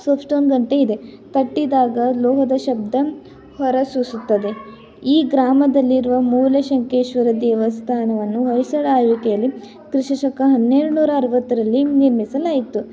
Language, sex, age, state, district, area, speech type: Kannada, female, 18-30, Karnataka, Tumkur, rural, spontaneous